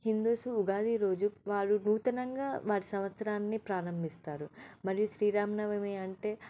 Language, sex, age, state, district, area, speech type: Telugu, female, 18-30, Telangana, Medak, rural, spontaneous